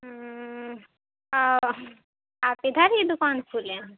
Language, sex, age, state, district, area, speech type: Urdu, female, 30-45, Bihar, Khagaria, rural, conversation